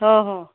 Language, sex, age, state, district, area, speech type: Marathi, female, 30-45, Maharashtra, Yavatmal, rural, conversation